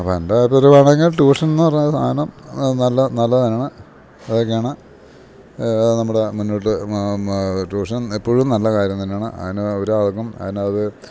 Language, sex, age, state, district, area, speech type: Malayalam, male, 60+, Kerala, Idukki, rural, spontaneous